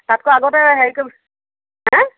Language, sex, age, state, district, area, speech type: Assamese, female, 45-60, Assam, Sivasagar, rural, conversation